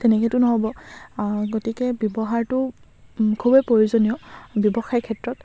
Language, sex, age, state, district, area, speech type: Assamese, female, 18-30, Assam, Charaideo, rural, spontaneous